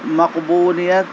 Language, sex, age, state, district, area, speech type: Urdu, male, 45-60, Delhi, East Delhi, urban, spontaneous